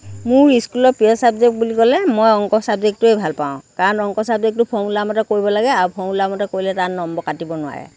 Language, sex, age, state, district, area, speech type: Assamese, female, 60+, Assam, Lakhimpur, rural, spontaneous